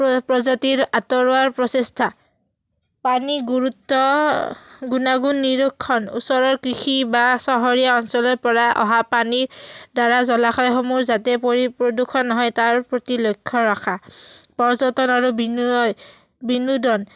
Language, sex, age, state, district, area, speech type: Assamese, female, 18-30, Assam, Udalguri, rural, spontaneous